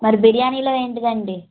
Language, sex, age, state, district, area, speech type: Telugu, female, 18-30, Andhra Pradesh, N T Rama Rao, urban, conversation